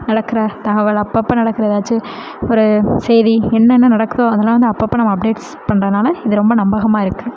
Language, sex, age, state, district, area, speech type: Tamil, female, 18-30, Tamil Nadu, Sivaganga, rural, spontaneous